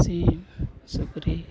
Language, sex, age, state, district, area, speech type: Santali, male, 45-60, Jharkhand, East Singhbhum, rural, spontaneous